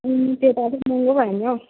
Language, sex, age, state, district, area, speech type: Nepali, female, 18-30, West Bengal, Darjeeling, rural, conversation